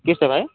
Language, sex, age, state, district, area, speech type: Odia, male, 30-45, Odisha, Koraput, urban, conversation